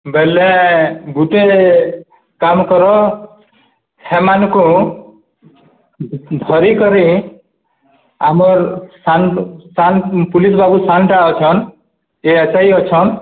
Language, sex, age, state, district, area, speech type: Odia, male, 45-60, Odisha, Nuapada, urban, conversation